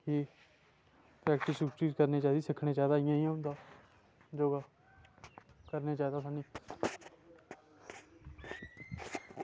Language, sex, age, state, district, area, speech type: Dogri, male, 18-30, Jammu and Kashmir, Samba, rural, spontaneous